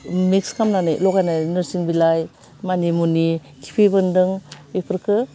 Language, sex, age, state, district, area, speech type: Bodo, female, 60+, Assam, Udalguri, urban, spontaneous